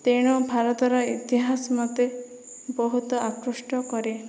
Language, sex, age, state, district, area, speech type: Odia, female, 30-45, Odisha, Boudh, rural, spontaneous